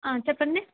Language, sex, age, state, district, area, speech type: Telugu, female, 18-30, Andhra Pradesh, Kurnool, urban, conversation